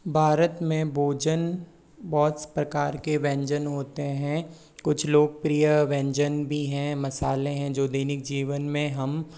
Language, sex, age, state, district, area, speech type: Hindi, male, 60+, Rajasthan, Jodhpur, rural, spontaneous